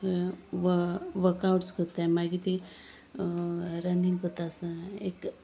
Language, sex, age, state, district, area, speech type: Goan Konkani, female, 30-45, Goa, Sanguem, rural, spontaneous